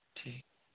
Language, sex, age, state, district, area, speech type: Hindi, male, 45-60, Rajasthan, Jodhpur, rural, conversation